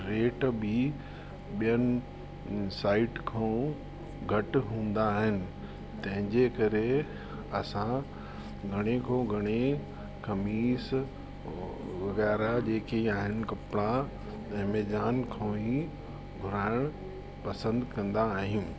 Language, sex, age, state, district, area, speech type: Sindhi, male, 60+, Uttar Pradesh, Lucknow, rural, spontaneous